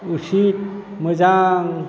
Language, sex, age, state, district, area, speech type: Bodo, male, 60+, Assam, Chirang, rural, spontaneous